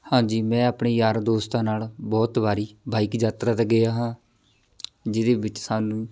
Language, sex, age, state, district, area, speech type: Punjabi, male, 18-30, Punjab, Shaheed Bhagat Singh Nagar, rural, spontaneous